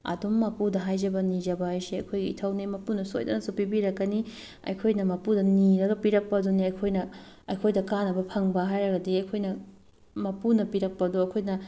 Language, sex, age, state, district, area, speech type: Manipuri, female, 30-45, Manipur, Tengnoupal, rural, spontaneous